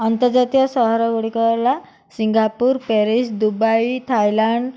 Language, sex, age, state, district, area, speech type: Odia, female, 60+, Odisha, Koraput, urban, spontaneous